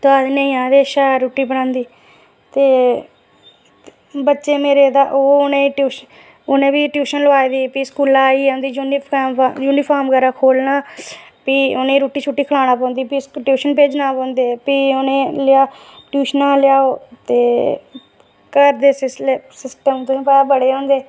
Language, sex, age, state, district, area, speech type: Dogri, female, 30-45, Jammu and Kashmir, Reasi, rural, spontaneous